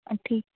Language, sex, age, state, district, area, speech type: Punjabi, female, 30-45, Punjab, Patiala, rural, conversation